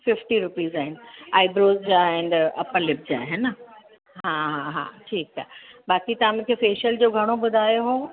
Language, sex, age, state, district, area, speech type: Sindhi, female, 45-60, Uttar Pradesh, Lucknow, urban, conversation